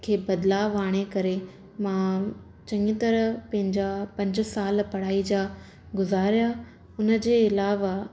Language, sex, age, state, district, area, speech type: Sindhi, female, 18-30, Maharashtra, Thane, urban, spontaneous